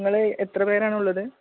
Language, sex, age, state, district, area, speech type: Malayalam, male, 18-30, Kerala, Malappuram, rural, conversation